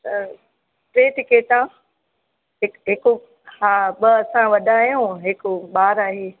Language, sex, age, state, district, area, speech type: Sindhi, female, 60+, Uttar Pradesh, Lucknow, urban, conversation